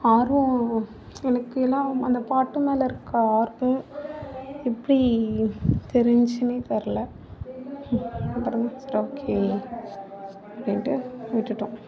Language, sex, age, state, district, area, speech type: Tamil, female, 18-30, Tamil Nadu, Tiruvarur, urban, spontaneous